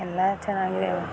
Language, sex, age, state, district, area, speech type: Kannada, female, 30-45, Karnataka, Mandya, urban, spontaneous